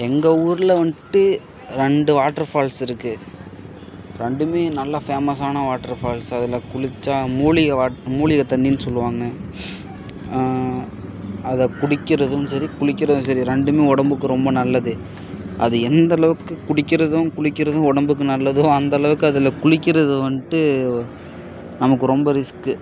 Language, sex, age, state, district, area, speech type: Tamil, male, 18-30, Tamil Nadu, Perambalur, rural, spontaneous